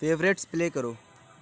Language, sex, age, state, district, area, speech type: Urdu, male, 18-30, Uttar Pradesh, Lucknow, urban, read